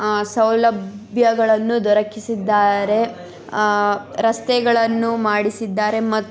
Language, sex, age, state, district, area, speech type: Kannada, female, 18-30, Karnataka, Tumkur, rural, spontaneous